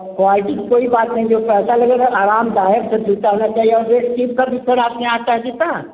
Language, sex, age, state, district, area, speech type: Hindi, male, 45-60, Uttar Pradesh, Azamgarh, rural, conversation